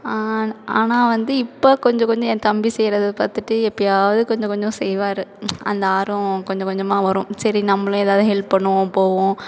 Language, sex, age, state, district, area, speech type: Tamil, female, 18-30, Tamil Nadu, Perambalur, rural, spontaneous